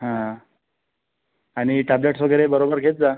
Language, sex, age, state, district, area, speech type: Marathi, male, 45-60, Maharashtra, Nagpur, urban, conversation